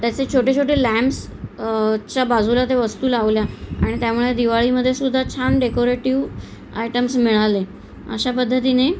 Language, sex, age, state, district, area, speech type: Marathi, female, 45-60, Maharashtra, Thane, rural, spontaneous